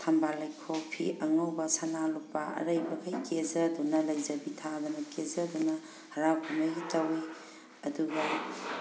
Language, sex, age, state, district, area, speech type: Manipuri, female, 45-60, Manipur, Thoubal, rural, spontaneous